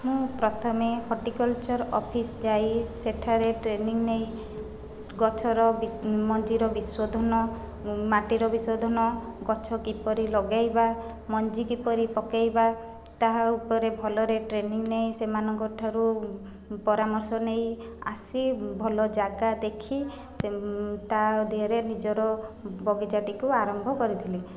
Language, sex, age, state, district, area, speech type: Odia, female, 30-45, Odisha, Khordha, rural, spontaneous